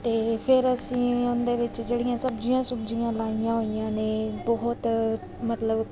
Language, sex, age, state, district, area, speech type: Punjabi, female, 30-45, Punjab, Mansa, urban, spontaneous